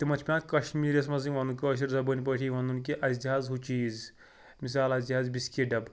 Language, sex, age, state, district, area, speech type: Kashmiri, male, 30-45, Jammu and Kashmir, Pulwama, rural, spontaneous